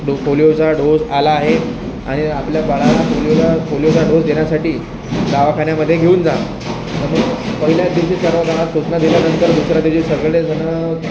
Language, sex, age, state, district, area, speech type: Marathi, male, 18-30, Maharashtra, Akola, rural, spontaneous